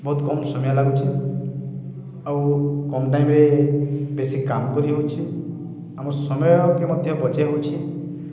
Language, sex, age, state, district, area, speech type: Odia, male, 30-45, Odisha, Balangir, urban, spontaneous